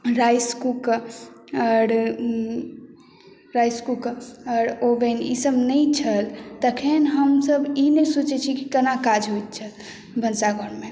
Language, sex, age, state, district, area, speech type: Maithili, female, 18-30, Bihar, Madhubani, urban, spontaneous